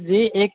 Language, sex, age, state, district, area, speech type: Hindi, male, 18-30, Bihar, Vaishali, urban, conversation